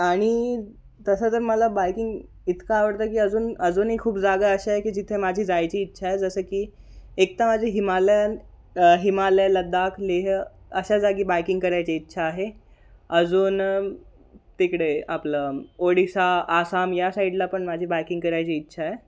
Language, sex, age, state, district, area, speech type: Marathi, male, 18-30, Maharashtra, Wardha, urban, spontaneous